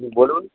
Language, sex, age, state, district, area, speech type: Bengali, male, 45-60, West Bengal, Hooghly, rural, conversation